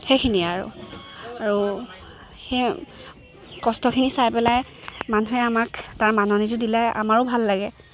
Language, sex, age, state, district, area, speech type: Assamese, female, 18-30, Assam, Lakhimpur, urban, spontaneous